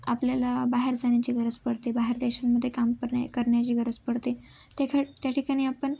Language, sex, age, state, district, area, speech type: Marathi, female, 18-30, Maharashtra, Ahmednagar, urban, spontaneous